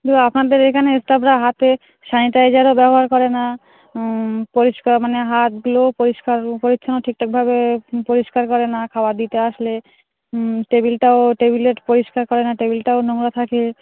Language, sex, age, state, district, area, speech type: Bengali, female, 30-45, West Bengal, Darjeeling, urban, conversation